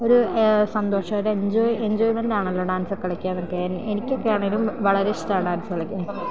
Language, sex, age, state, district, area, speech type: Malayalam, female, 18-30, Kerala, Idukki, rural, spontaneous